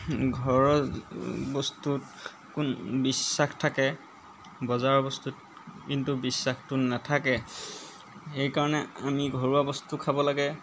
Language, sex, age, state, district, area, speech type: Assamese, male, 30-45, Assam, Golaghat, urban, spontaneous